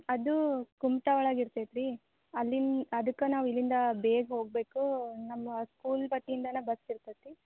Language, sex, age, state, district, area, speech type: Kannada, female, 18-30, Karnataka, Dharwad, rural, conversation